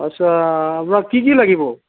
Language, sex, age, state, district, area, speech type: Assamese, male, 60+, Assam, Tinsukia, rural, conversation